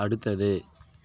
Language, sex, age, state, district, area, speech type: Tamil, male, 18-30, Tamil Nadu, Kallakurichi, urban, read